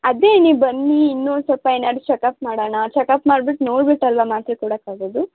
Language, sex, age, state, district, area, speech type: Kannada, female, 18-30, Karnataka, Mysore, urban, conversation